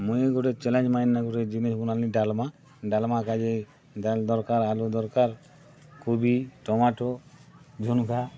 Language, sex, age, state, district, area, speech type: Odia, male, 45-60, Odisha, Kalahandi, rural, spontaneous